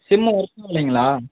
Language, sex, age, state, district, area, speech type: Tamil, male, 18-30, Tamil Nadu, Madurai, urban, conversation